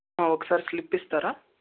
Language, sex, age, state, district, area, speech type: Telugu, male, 18-30, Andhra Pradesh, Nellore, rural, conversation